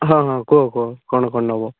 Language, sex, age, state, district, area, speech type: Odia, male, 18-30, Odisha, Koraput, urban, conversation